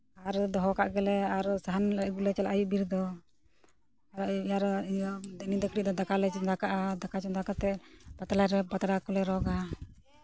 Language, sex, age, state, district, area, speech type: Santali, female, 18-30, West Bengal, Purulia, rural, spontaneous